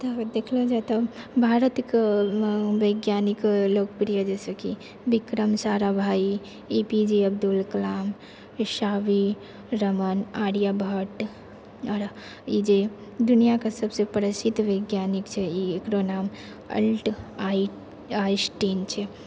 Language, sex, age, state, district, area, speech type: Maithili, female, 18-30, Bihar, Purnia, rural, spontaneous